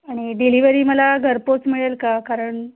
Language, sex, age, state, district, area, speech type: Marathi, female, 30-45, Maharashtra, Kolhapur, urban, conversation